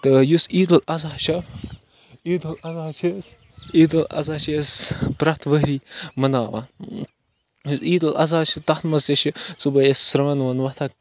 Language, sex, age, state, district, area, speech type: Kashmiri, other, 18-30, Jammu and Kashmir, Kupwara, rural, spontaneous